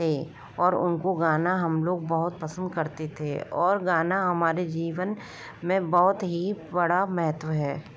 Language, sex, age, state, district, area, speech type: Hindi, female, 30-45, Rajasthan, Jaipur, urban, spontaneous